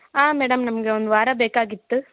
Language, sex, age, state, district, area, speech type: Kannada, female, 18-30, Karnataka, Bellary, urban, conversation